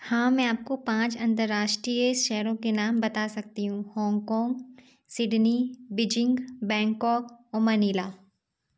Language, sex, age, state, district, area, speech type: Hindi, female, 30-45, Madhya Pradesh, Gwalior, rural, spontaneous